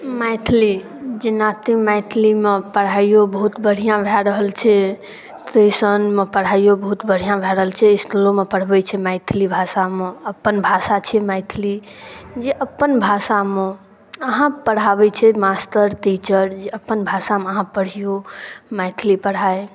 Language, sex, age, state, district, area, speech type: Maithili, female, 18-30, Bihar, Darbhanga, rural, spontaneous